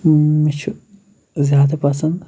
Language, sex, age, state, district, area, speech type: Kashmiri, male, 18-30, Jammu and Kashmir, Shopian, urban, spontaneous